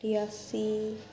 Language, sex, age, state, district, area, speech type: Dogri, female, 60+, Jammu and Kashmir, Reasi, rural, spontaneous